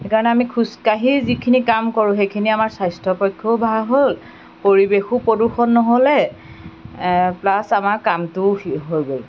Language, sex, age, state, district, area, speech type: Assamese, female, 30-45, Assam, Golaghat, rural, spontaneous